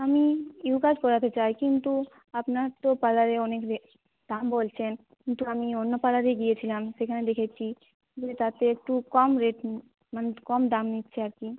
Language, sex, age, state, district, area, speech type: Bengali, female, 18-30, West Bengal, Jhargram, rural, conversation